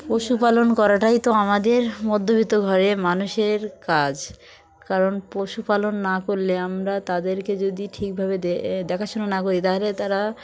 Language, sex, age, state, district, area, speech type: Bengali, female, 45-60, West Bengal, Dakshin Dinajpur, urban, spontaneous